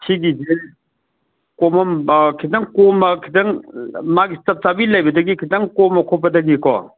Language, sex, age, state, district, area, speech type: Manipuri, male, 45-60, Manipur, Kangpokpi, urban, conversation